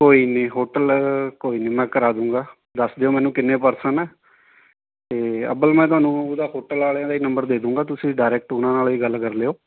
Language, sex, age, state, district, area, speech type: Punjabi, female, 30-45, Punjab, Shaheed Bhagat Singh Nagar, rural, conversation